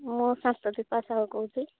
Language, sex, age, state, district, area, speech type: Odia, female, 45-60, Odisha, Angul, rural, conversation